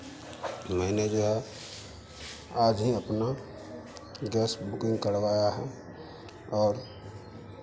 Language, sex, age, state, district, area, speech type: Hindi, male, 30-45, Bihar, Madhepura, rural, spontaneous